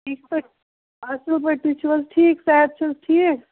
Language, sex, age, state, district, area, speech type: Kashmiri, male, 60+, Jammu and Kashmir, Ganderbal, rural, conversation